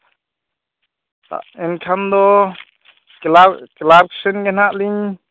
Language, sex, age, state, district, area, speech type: Santali, male, 18-30, West Bengal, Purulia, rural, conversation